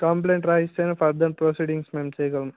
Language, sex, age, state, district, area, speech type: Telugu, male, 18-30, Andhra Pradesh, Annamaya, rural, conversation